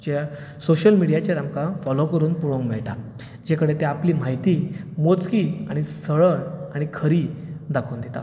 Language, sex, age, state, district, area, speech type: Goan Konkani, male, 30-45, Goa, Bardez, rural, spontaneous